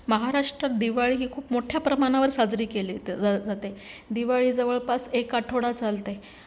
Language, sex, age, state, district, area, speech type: Marathi, female, 45-60, Maharashtra, Nanded, urban, spontaneous